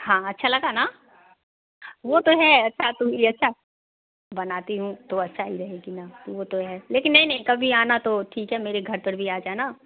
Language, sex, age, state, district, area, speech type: Hindi, female, 45-60, Bihar, Darbhanga, rural, conversation